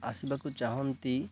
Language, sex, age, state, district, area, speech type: Odia, male, 18-30, Odisha, Malkangiri, urban, spontaneous